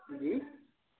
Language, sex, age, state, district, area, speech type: Urdu, male, 18-30, Bihar, Supaul, rural, conversation